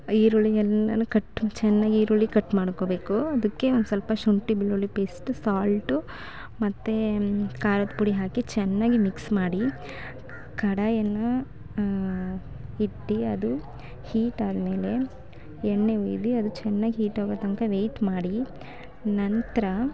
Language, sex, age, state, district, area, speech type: Kannada, female, 18-30, Karnataka, Mandya, rural, spontaneous